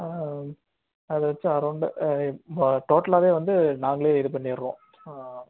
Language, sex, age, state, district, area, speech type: Tamil, male, 18-30, Tamil Nadu, Dharmapuri, rural, conversation